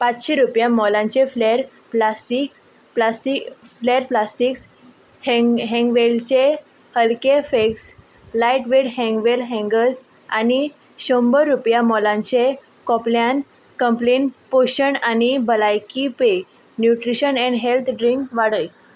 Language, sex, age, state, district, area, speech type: Goan Konkani, female, 18-30, Goa, Ponda, rural, read